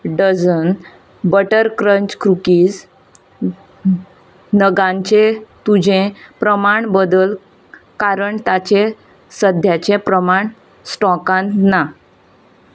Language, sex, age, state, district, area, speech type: Goan Konkani, female, 18-30, Goa, Ponda, rural, read